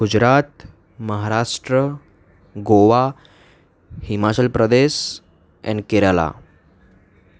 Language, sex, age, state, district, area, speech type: Gujarati, male, 18-30, Gujarat, Ahmedabad, urban, spontaneous